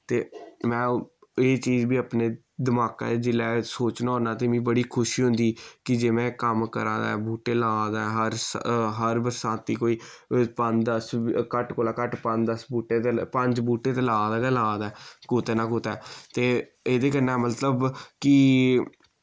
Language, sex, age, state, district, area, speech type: Dogri, male, 18-30, Jammu and Kashmir, Samba, rural, spontaneous